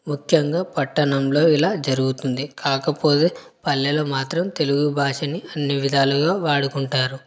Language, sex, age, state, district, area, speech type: Telugu, male, 18-30, Telangana, Karimnagar, rural, spontaneous